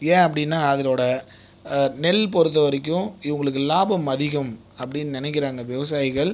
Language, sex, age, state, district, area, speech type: Tamil, male, 30-45, Tamil Nadu, Viluppuram, urban, spontaneous